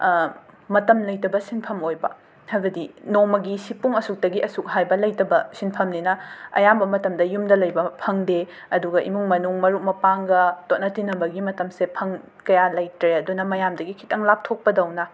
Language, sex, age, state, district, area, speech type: Manipuri, female, 30-45, Manipur, Imphal West, urban, spontaneous